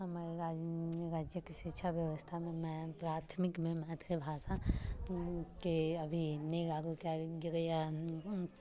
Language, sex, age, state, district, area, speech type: Maithili, female, 18-30, Bihar, Muzaffarpur, urban, spontaneous